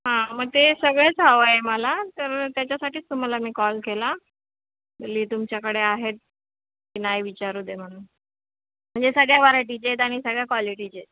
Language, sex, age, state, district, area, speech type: Marathi, female, 30-45, Maharashtra, Thane, urban, conversation